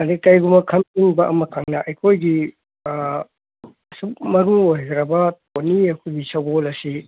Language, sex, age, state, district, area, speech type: Manipuri, male, 60+, Manipur, Kangpokpi, urban, conversation